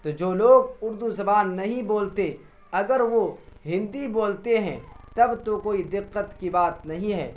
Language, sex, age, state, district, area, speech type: Urdu, male, 18-30, Bihar, Purnia, rural, spontaneous